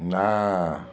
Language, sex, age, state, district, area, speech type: Odia, male, 45-60, Odisha, Balasore, rural, read